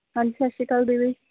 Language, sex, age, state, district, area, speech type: Punjabi, female, 18-30, Punjab, Shaheed Bhagat Singh Nagar, urban, conversation